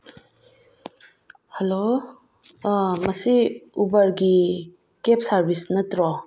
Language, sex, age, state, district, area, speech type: Manipuri, female, 45-60, Manipur, Bishnupur, rural, spontaneous